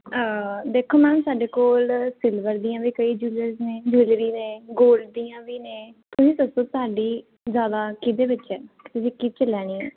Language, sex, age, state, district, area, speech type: Punjabi, female, 18-30, Punjab, Jalandhar, urban, conversation